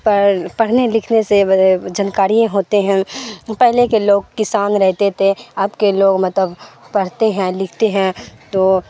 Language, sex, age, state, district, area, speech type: Urdu, female, 18-30, Bihar, Supaul, rural, spontaneous